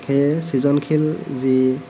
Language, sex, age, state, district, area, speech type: Assamese, male, 18-30, Assam, Lakhimpur, rural, spontaneous